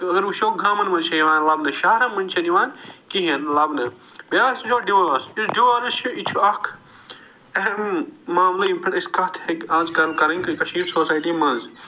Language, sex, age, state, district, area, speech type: Kashmiri, male, 45-60, Jammu and Kashmir, Srinagar, urban, spontaneous